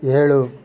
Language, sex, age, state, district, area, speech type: Kannada, male, 18-30, Karnataka, Chitradurga, rural, read